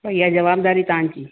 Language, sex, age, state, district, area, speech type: Sindhi, female, 45-60, Maharashtra, Thane, urban, conversation